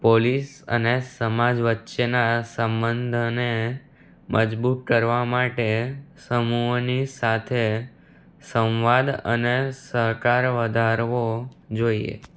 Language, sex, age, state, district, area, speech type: Gujarati, male, 18-30, Gujarat, Anand, rural, spontaneous